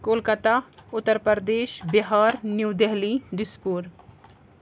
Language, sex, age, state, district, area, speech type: Kashmiri, female, 30-45, Jammu and Kashmir, Srinagar, urban, spontaneous